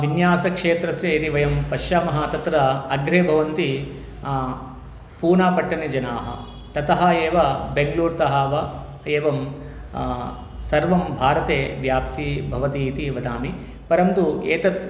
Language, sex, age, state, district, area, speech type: Sanskrit, male, 30-45, Telangana, Medchal, urban, spontaneous